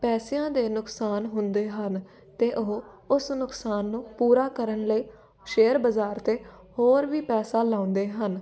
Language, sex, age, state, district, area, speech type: Punjabi, female, 18-30, Punjab, Firozpur, urban, spontaneous